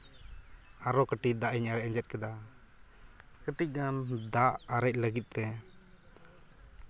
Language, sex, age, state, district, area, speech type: Santali, male, 18-30, West Bengal, Purulia, rural, spontaneous